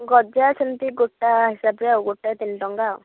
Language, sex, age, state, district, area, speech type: Odia, female, 30-45, Odisha, Bhadrak, rural, conversation